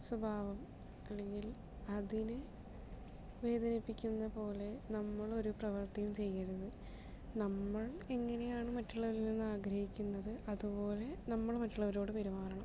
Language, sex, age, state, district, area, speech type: Malayalam, female, 30-45, Kerala, Palakkad, rural, spontaneous